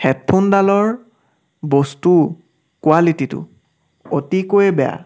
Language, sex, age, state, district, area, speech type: Assamese, male, 18-30, Assam, Sivasagar, rural, spontaneous